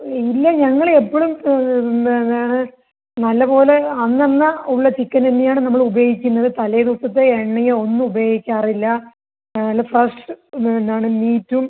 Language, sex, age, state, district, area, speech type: Malayalam, female, 45-60, Kerala, Palakkad, rural, conversation